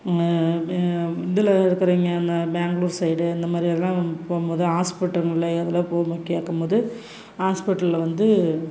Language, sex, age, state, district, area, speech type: Tamil, female, 30-45, Tamil Nadu, Salem, rural, spontaneous